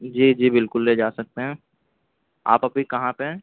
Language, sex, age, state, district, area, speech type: Urdu, male, 18-30, Uttar Pradesh, Balrampur, rural, conversation